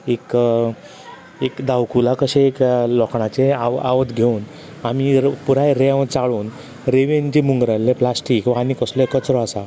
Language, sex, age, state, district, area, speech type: Goan Konkani, male, 30-45, Goa, Salcete, rural, spontaneous